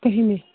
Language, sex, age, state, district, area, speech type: Kashmiri, female, 18-30, Jammu and Kashmir, Pulwama, urban, conversation